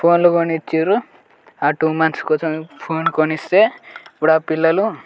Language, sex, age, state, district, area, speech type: Telugu, male, 18-30, Telangana, Peddapalli, rural, spontaneous